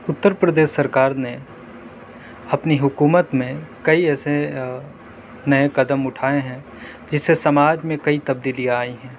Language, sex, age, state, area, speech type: Urdu, male, 18-30, Uttar Pradesh, urban, spontaneous